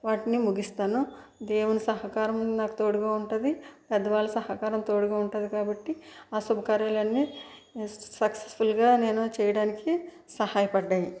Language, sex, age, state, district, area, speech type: Telugu, female, 45-60, Andhra Pradesh, East Godavari, rural, spontaneous